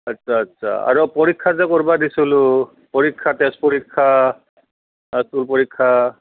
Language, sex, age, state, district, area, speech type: Assamese, male, 60+, Assam, Barpeta, rural, conversation